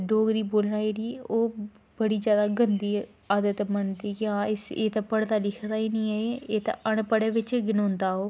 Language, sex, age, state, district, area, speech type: Dogri, female, 18-30, Jammu and Kashmir, Kathua, rural, spontaneous